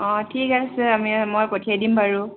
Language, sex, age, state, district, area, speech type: Assamese, female, 18-30, Assam, Tinsukia, urban, conversation